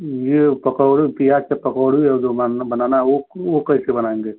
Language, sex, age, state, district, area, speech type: Hindi, male, 45-60, Uttar Pradesh, Ghazipur, rural, conversation